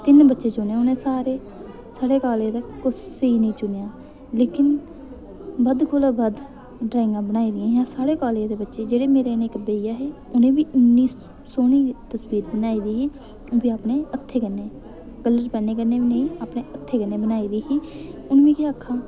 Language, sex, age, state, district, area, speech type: Dogri, female, 18-30, Jammu and Kashmir, Reasi, rural, spontaneous